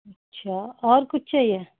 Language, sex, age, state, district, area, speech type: Hindi, female, 45-60, Uttar Pradesh, Hardoi, rural, conversation